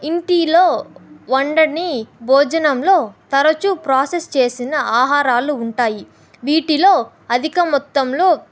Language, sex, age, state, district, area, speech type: Telugu, female, 18-30, Andhra Pradesh, Kadapa, rural, spontaneous